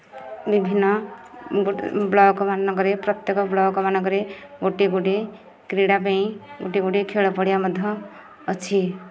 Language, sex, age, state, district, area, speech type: Odia, female, 30-45, Odisha, Nayagarh, rural, spontaneous